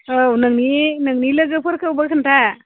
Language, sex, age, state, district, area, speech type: Bodo, female, 30-45, Assam, Udalguri, rural, conversation